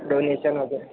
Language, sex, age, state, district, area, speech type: Marathi, male, 30-45, Maharashtra, Akola, urban, conversation